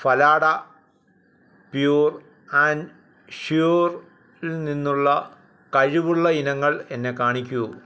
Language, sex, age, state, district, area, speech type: Malayalam, male, 45-60, Kerala, Alappuzha, rural, read